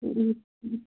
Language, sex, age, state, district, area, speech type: Kashmiri, female, 18-30, Jammu and Kashmir, Pulwama, rural, conversation